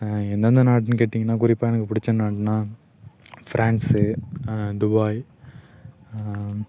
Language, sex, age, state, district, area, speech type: Tamil, male, 18-30, Tamil Nadu, Nagapattinam, rural, spontaneous